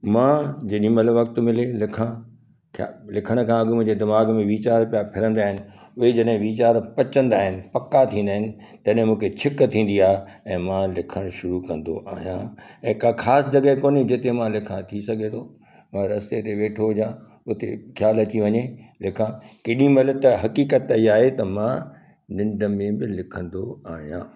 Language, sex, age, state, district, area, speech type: Sindhi, male, 60+, Gujarat, Kutch, urban, spontaneous